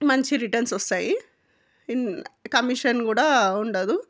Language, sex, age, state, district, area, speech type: Telugu, female, 45-60, Telangana, Jangaon, rural, spontaneous